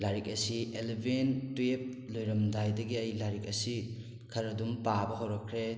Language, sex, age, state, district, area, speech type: Manipuri, male, 18-30, Manipur, Thoubal, rural, spontaneous